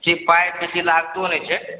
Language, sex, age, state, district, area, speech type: Maithili, male, 18-30, Bihar, Araria, rural, conversation